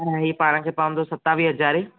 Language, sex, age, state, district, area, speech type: Sindhi, male, 18-30, Gujarat, Kutch, urban, conversation